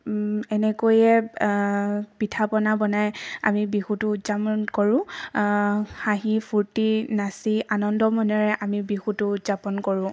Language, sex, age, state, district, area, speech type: Assamese, female, 18-30, Assam, Tinsukia, urban, spontaneous